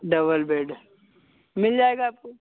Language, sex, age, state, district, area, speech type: Hindi, male, 45-60, Uttar Pradesh, Hardoi, rural, conversation